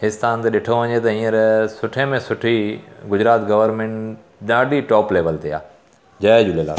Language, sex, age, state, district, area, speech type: Sindhi, male, 30-45, Gujarat, Surat, urban, spontaneous